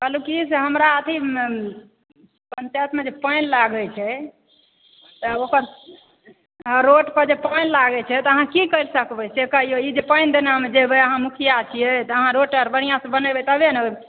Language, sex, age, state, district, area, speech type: Maithili, female, 30-45, Bihar, Supaul, rural, conversation